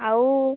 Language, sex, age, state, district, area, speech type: Odia, female, 18-30, Odisha, Kalahandi, rural, conversation